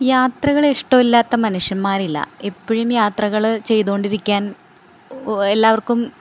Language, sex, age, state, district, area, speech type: Malayalam, female, 18-30, Kerala, Ernakulam, rural, spontaneous